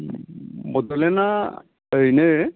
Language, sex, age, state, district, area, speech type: Bodo, male, 60+, Assam, Udalguri, urban, conversation